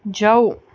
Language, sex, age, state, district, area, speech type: Punjabi, female, 30-45, Punjab, Gurdaspur, rural, read